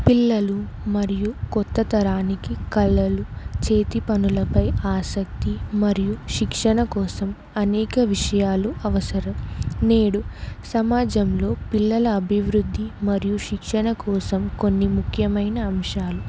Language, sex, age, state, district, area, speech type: Telugu, female, 18-30, Telangana, Ranga Reddy, rural, spontaneous